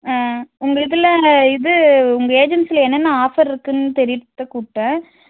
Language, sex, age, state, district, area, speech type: Tamil, female, 30-45, Tamil Nadu, Nilgiris, urban, conversation